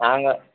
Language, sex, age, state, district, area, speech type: Tamil, male, 30-45, Tamil Nadu, Madurai, urban, conversation